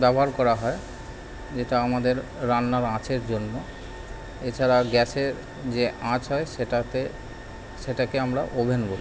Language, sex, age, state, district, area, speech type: Bengali, male, 30-45, West Bengal, Howrah, urban, spontaneous